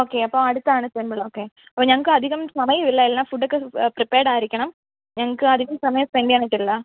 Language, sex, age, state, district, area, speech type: Malayalam, female, 18-30, Kerala, Alappuzha, rural, conversation